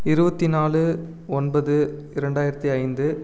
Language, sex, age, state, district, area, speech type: Tamil, male, 18-30, Tamil Nadu, Namakkal, urban, spontaneous